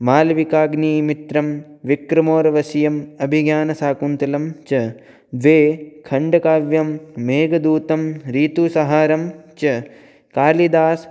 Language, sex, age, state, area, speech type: Sanskrit, male, 18-30, Rajasthan, rural, spontaneous